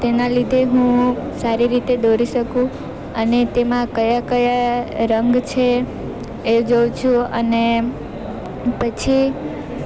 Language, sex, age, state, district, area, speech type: Gujarati, female, 18-30, Gujarat, Valsad, rural, spontaneous